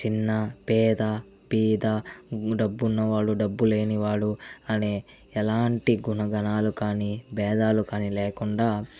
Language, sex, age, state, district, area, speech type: Telugu, male, 18-30, Andhra Pradesh, Chittoor, rural, spontaneous